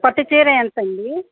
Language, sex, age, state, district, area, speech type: Telugu, female, 45-60, Andhra Pradesh, Bapatla, urban, conversation